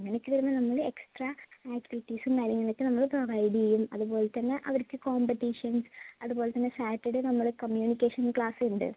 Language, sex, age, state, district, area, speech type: Malayalam, female, 18-30, Kerala, Palakkad, rural, conversation